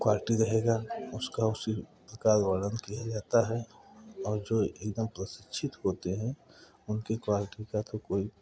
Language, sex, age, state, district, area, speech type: Hindi, male, 45-60, Uttar Pradesh, Prayagraj, rural, spontaneous